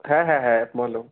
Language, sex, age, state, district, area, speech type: Bengali, male, 18-30, West Bengal, Kolkata, urban, conversation